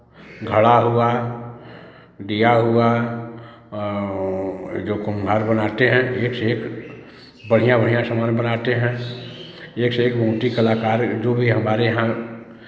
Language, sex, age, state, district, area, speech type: Hindi, male, 45-60, Uttar Pradesh, Chandauli, urban, spontaneous